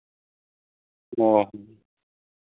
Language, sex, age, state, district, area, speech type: Santali, male, 45-60, West Bengal, Malda, rural, conversation